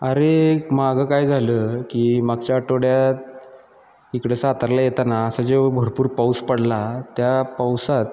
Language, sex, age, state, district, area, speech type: Marathi, male, 30-45, Maharashtra, Satara, urban, spontaneous